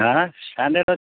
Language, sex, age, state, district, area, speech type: Bengali, male, 60+, West Bengal, Hooghly, rural, conversation